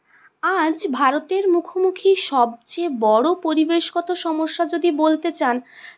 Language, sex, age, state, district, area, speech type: Bengali, female, 60+, West Bengal, Purulia, urban, spontaneous